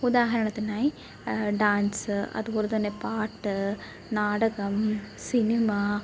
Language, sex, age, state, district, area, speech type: Malayalam, female, 18-30, Kerala, Pathanamthitta, urban, spontaneous